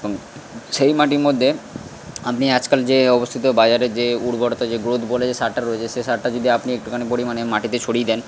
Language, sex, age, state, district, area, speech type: Bengali, male, 45-60, West Bengal, Purba Bardhaman, rural, spontaneous